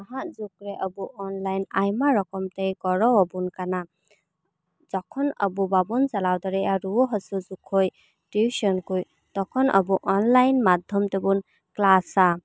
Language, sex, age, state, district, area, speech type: Santali, female, 18-30, West Bengal, Paschim Bardhaman, rural, spontaneous